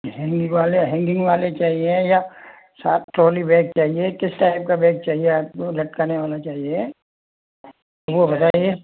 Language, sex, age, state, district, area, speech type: Hindi, male, 60+, Rajasthan, Jaipur, urban, conversation